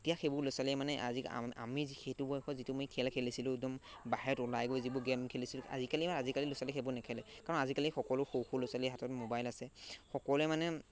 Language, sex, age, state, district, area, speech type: Assamese, male, 18-30, Assam, Golaghat, urban, spontaneous